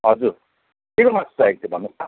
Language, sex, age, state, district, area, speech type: Nepali, male, 45-60, West Bengal, Kalimpong, rural, conversation